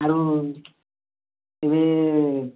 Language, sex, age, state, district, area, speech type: Odia, male, 18-30, Odisha, Kalahandi, rural, conversation